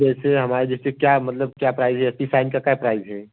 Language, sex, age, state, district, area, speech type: Hindi, male, 18-30, Uttar Pradesh, Jaunpur, rural, conversation